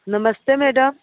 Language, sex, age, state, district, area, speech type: Hindi, female, 30-45, Uttar Pradesh, Mirzapur, rural, conversation